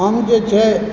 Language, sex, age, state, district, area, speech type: Maithili, male, 45-60, Bihar, Supaul, urban, spontaneous